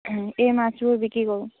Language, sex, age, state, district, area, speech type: Assamese, female, 18-30, Assam, Sivasagar, rural, conversation